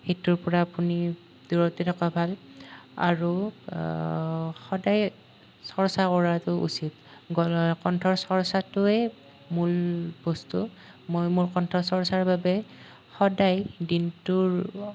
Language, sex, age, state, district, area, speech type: Assamese, male, 18-30, Assam, Nalbari, rural, spontaneous